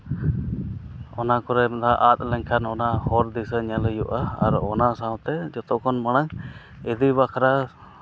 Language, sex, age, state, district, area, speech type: Santali, male, 30-45, Jharkhand, East Singhbhum, rural, spontaneous